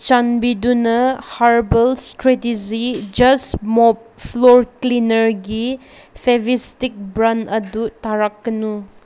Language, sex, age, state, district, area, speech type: Manipuri, female, 18-30, Manipur, Senapati, rural, read